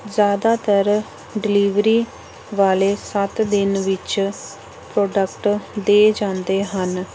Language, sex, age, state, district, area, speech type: Punjabi, female, 30-45, Punjab, Pathankot, rural, spontaneous